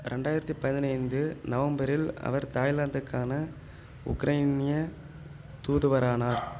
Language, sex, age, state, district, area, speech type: Tamil, male, 30-45, Tamil Nadu, Chengalpattu, rural, read